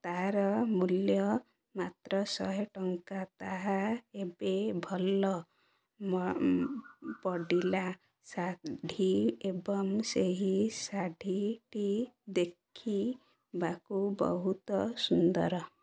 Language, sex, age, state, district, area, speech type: Odia, female, 30-45, Odisha, Ganjam, urban, spontaneous